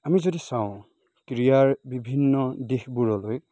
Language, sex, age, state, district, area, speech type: Assamese, male, 30-45, Assam, Majuli, urban, spontaneous